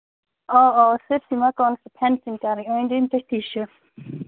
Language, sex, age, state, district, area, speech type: Kashmiri, female, 30-45, Jammu and Kashmir, Bandipora, rural, conversation